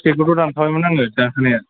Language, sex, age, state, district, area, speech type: Bodo, male, 18-30, Assam, Udalguri, urban, conversation